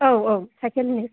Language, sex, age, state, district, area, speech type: Bodo, male, 30-45, Assam, Chirang, rural, conversation